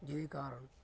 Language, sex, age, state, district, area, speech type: Punjabi, male, 30-45, Punjab, Fatehgarh Sahib, rural, spontaneous